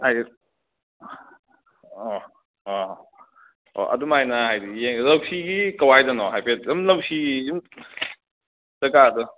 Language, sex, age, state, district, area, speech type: Manipuri, male, 18-30, Manipur, Kakching, rural, conversation